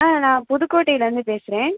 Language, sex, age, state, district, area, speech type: Tamil, female, 18-30, Tamil Nadu, Pudukkottai, rural, conversation